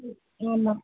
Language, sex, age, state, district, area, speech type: Tamil, female, 30-45, Tamil Nadu, Chennai, urban, conversation